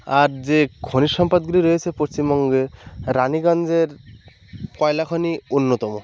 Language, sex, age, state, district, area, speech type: Bengali, male, 18-30, West Bengal, Birbhum, urban, spontaneous